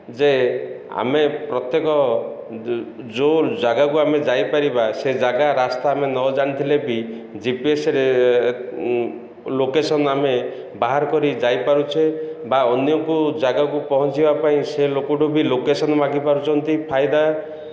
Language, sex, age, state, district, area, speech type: Odia, male, 45-60, Odisha, Ganjam, urban, spontaneous